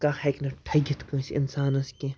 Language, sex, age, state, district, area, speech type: Kashmiri, female, 18-30, Jammu and Kashmir, Kupwara, rural, spontaneous